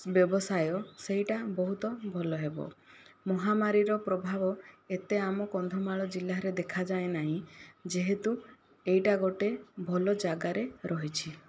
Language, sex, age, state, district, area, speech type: Odia, female, 18-30, Odisha, Kandhamal, rural, spontaneous